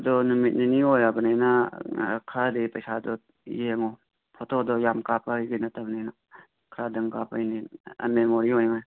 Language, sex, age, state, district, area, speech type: Manipuri, male, 18-30, Manipur, Imphal West, rural, conversation